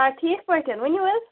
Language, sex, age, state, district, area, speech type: Kashmiri, female, 18-30, Jammu and Kashmir, Bandipora, rural, conversation